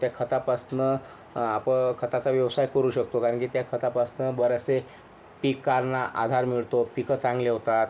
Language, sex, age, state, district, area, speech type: Marathi, male, 18-30, Maharashtra, Yavatmal, rural, spontaneous